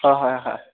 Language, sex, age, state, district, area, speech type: Assamese, male, 18-30, Assam, Sivasagar, rural, conversation